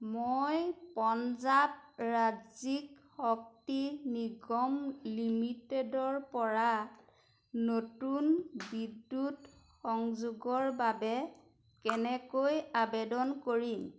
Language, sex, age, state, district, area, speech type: Assamese, female, 30-45, Assam, Majuli, urban, read